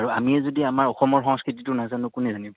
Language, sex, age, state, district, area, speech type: Assamese, male, 18-30, Assam, Goalpara, rural, conversation